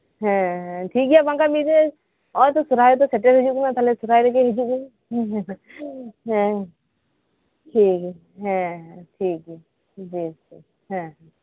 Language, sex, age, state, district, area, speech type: Santali, female, 30-45, West Bengal, Birbhum, rural, conversation